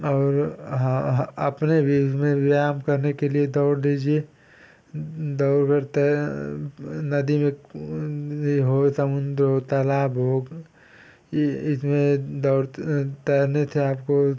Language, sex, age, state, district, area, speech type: Hindi, male, 18-30, Uttar Pradesh, Ghazipur, rural, spontaneous